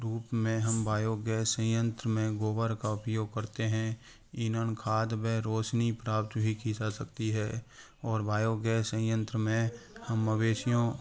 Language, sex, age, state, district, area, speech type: Hindi, male, 18-30, Rajasthan, Karauli, rural, spontaneous